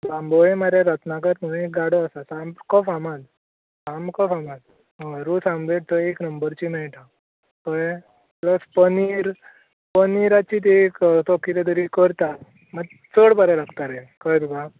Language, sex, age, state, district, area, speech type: Goan Konkani, male, 18-30, Goa, Tiswadi, rural, conversation